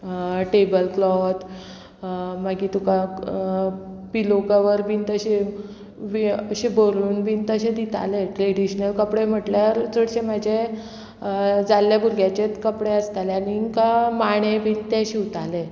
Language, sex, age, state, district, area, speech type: Goan Konkani, female, 30-45, Goa, Murmgao, rural, spontaneous